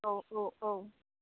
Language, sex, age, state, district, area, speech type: Bodo, female, 30-45, Assam, Udalguri, urban, conversation